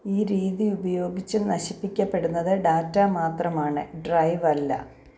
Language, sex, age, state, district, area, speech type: Malayalam, female, 45-60, Kerala, Kottayam, rural, read